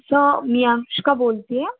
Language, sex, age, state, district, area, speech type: Marathi, female, 18-30, Maharashtra, Pune, urban, conversation